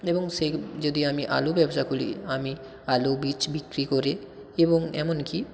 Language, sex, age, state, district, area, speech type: Bengali, male, 18-30, West Bengal, South 24 Parganas, rural, spontaneous